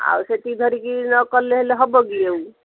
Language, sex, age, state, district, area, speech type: Odia, female, 45-60, Odisha, Gajapati, rural, conversation